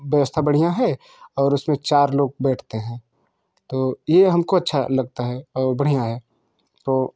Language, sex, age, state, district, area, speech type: Hindi, male, 18-30, Uttar Pradesh, Jaunpur, urban, spontaneous